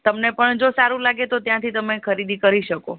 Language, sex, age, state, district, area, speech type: Gujarati, female, 30-45, Gujarat, Surat, urban, conversation